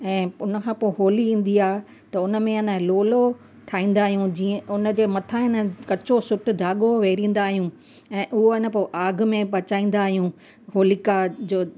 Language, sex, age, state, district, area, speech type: Sindhi, female, 45-60, Gujarat, Kutch, urban, spontaneous